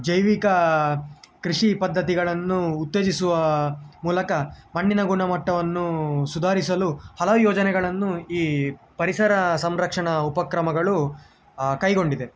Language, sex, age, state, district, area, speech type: Kannada, male, 18-30, Karnataka, Dakshina Kannada, urban, spontaneous